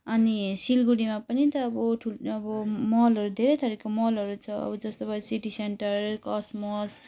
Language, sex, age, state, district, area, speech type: Nepali, female, 30-45, West Bengal, Jalpaiguri, rural, spontaneous